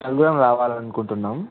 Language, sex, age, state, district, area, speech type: Telugu, male, 18-30, Telangana, Ranga Reddy, urban, conversation